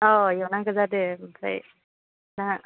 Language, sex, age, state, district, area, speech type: Bodo, female, 18-30, Assam, Udalguri, rural, conversation